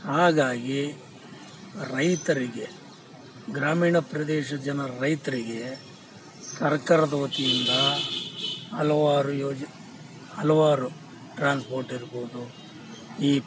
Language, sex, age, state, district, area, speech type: Kannada, male, 45-60, Karnataka, Bellary, rural, spontaneous